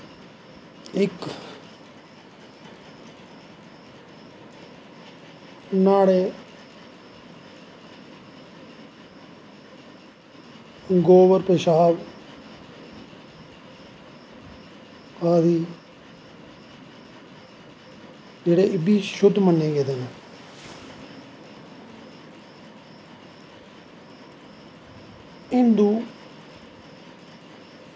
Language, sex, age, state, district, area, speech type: Dogri, male, 45-60, Jammu and Kashmir, Samba, rural, spontaneous